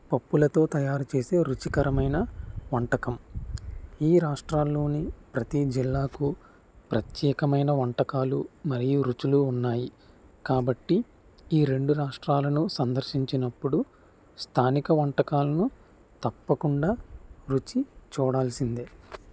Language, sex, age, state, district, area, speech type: Telugu, male, 18-30, Andhra Pradesh, N T Rama Rao, urban, spontaneous